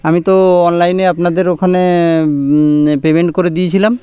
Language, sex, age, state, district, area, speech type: Bengali, male, 30-45, West Bengal, Birbhum, urban, spontaneous